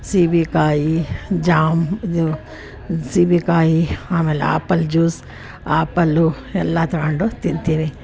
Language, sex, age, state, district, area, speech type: Kannada, female, 60+, Karnataka, Mysore, rural, spontaneous